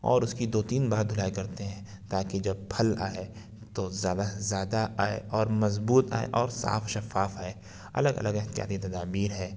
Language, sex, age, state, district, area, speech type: Urdu, male, 30-45, Uttar Pradesh, Lucknow, urban, spontaneous